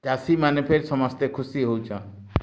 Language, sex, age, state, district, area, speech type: Odia, male, 60+, Odisha, Bargarh, rural, spontaneous